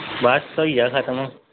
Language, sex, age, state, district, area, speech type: Dogri, male, 18-30, Jammu and Kashmir, Samba, rural, conversation